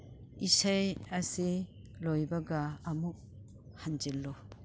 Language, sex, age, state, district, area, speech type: Manipuri, female, 60+, Manipur, Churachandpur, rural, read